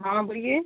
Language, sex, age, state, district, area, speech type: Hindi, female, 30-45, Uttar Pradesh, Ghazipur, rural, conversation